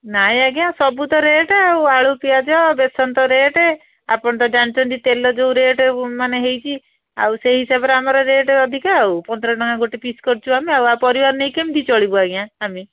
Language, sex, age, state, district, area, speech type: Odia, female, 60+, Odisha, Gajapati, rural, conversation